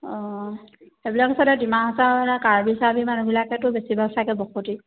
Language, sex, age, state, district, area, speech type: Assamese, female, 30-45, Assam, Sivasagar, rural, conversation